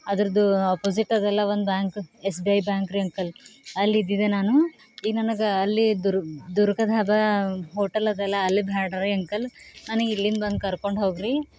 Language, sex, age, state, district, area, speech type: Kannada, female, 18-30, Karnataka, Bidar, rural, spontaneous